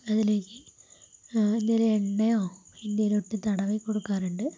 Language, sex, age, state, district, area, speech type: Malayalam, female, 30-45, Kerala, Palakkad, rural, spontaneous